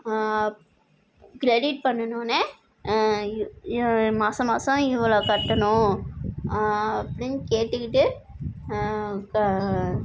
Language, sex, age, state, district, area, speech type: Tamil, female, 30-45, Tamil Nadu, Nagapattinam, rural, spontaneous